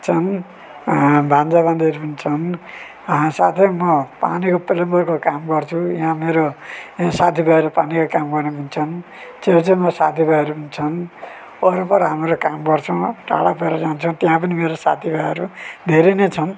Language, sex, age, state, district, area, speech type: Nepali, male, 45-60, West Bengal, Darjeeling, rural, spontaneous